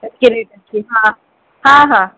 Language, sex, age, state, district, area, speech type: Odia, female, 30-45, Odisha, Sundergarh, urban, conversation